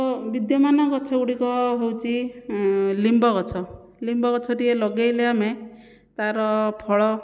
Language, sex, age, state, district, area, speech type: Odia, female, 30-45, Odisha, Jajpur, rural, spontaneous